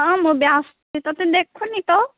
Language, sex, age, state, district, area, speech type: Odia, female, 18-30, Odisha, Koraput, urban, conversation